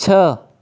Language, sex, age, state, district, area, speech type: Hindi, male, 18-30, Rajasthan, Jaipur, urban, read